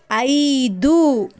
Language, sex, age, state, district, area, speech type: Kannada, female, 30-45, Karnataka, Tumkur, rural, read